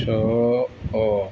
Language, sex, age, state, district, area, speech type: Odia, male, 30-45, Odisha, Subarnapur, urban, read